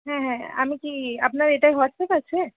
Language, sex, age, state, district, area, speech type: Bengali, female, 18-30, West Bengal, Uttar Dinajpur, rural, conversation